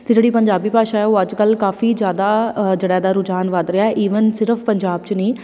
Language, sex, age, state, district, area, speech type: Punjabi, female, 30-45, Punjab, Tarn Taran, urban, spontaneous